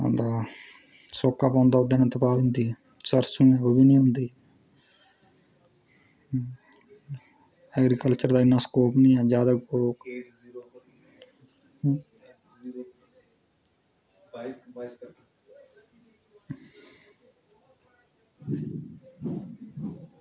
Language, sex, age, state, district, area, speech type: Dogri, male, 30-45, Jammu and Kashmir, Udhampur, rural, spontaneous